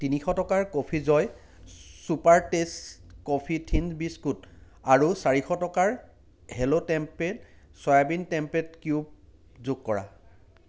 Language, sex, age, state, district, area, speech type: Assamese, male, 30-45, Assam, Jorhat, urban, read